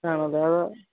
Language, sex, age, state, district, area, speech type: Malayalam, male, 30-45, Kerala, Alappuzha, rural, conversation